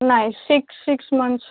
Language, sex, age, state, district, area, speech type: Marathi, female, 18-30, Maharashtra, Akola, rural, conversation